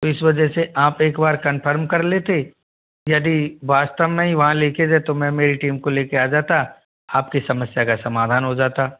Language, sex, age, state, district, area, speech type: Hindi, male, 18-30, Rajasthan, Jodhpur, rural, conversation